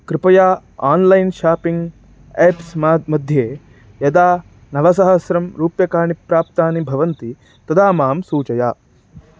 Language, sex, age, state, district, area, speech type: Sanskrit, male, 18-30, Karnataka, Shimoga, rural, read